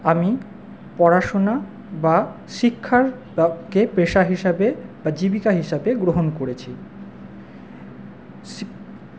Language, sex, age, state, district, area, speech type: Bengali, male, 30-45, West Bengal, Paschim Bardhaman, urban, spontaneous